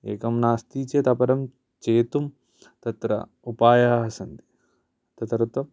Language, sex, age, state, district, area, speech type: Sanskrit, male, 18-30, Kerala, Idukki, urban, spontaneous